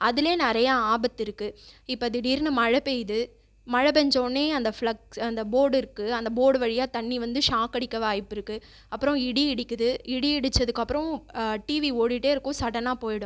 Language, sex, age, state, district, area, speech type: Tamil, female, 30-45, Tamil Nadu, Viluppuram, urban, spontaneous